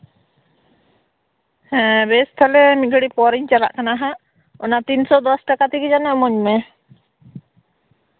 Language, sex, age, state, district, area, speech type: Santali, female, 30-45, West Bengal, Birbhum, rural, conversation